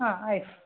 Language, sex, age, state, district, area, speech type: Kannada, female, 30-45, Karnataka, Mysore, rural, conversation